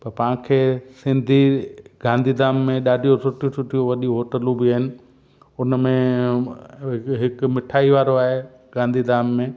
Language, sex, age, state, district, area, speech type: Sindhi, male, 45-60, Gujarat, Kutch, rural, spontaneous